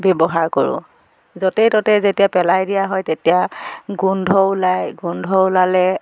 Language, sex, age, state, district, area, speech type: Assamese, female, 60+, Assam, Dibrugarh, rural, spontaneous